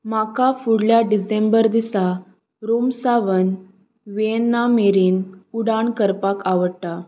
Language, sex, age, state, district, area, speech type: Goan Konkani, female, 18-30, Goa, Salcete, rural, read